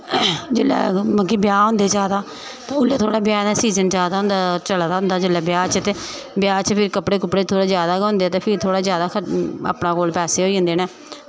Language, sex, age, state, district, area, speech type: Dogri, female, 45-60, Jammu and Kashmir, Samba, rural, spontaneous